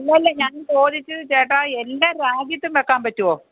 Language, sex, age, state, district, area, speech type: Malayalam, female, 45-60, Kerala, Kottayam, urban, conversation